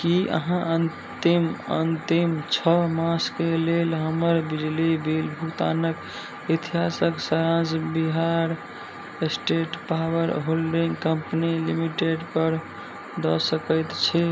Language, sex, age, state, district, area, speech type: Maithili, male, 18-30, Bihar, Madhubani, rural, read